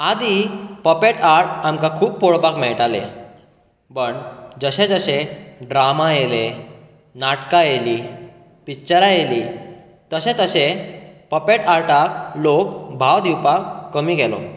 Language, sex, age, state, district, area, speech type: Goan Konkani, male, 18-30, Goa, Bardez, urban, spontaneous